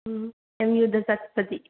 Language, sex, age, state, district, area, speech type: Manipuri, female, 30-45, Manipur, Imphal West, urban, conversation